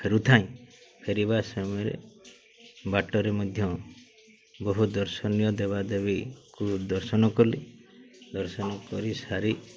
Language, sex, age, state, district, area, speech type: Odia, male, 45-60, Odisha, Mayurbhanj, rural, spontaneous